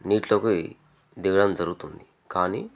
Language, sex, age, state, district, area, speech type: Telugu, male, 30-45, Telangana, Jangaon, rural, spontaneous